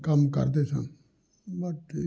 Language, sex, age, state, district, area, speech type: Punjabi, male, 60+, Punjab, Amritsar, urban, spontaneous